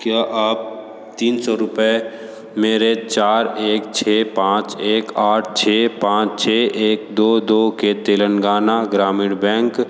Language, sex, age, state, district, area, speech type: Hindi, male, 18-30, Uttar Pradesh, Sonbhadra, rural, read